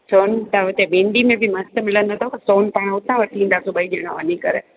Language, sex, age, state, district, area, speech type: Sindhi, female, 45-60, Gujarat, Junagadh, urban, conversation